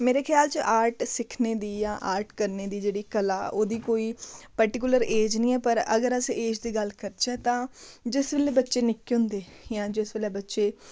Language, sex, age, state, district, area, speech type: Dogri, female, 18-30, Jammu and Kashmir, Udhampur, rural, spontaneous